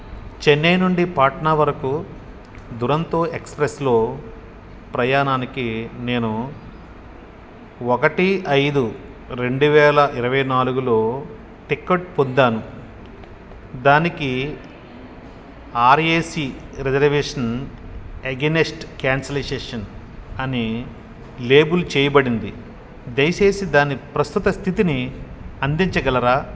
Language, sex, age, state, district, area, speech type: Telugu, male, 45-60, Andhra Pradesh, Nellore, urban, read